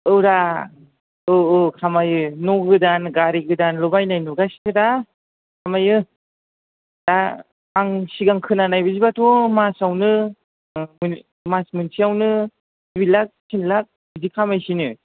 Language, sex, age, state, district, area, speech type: Bodo, male, 18-30, Assam, Chirang, rural, conversation